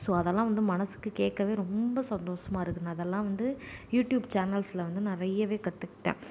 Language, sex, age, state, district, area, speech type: Tamil, female, 18-30, Tamil Nadu, Nagapattinam, rural, spontaneous